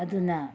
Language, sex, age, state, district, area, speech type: Manipuri, female, 45-60, Manipur, Senapati, rural, spontaneous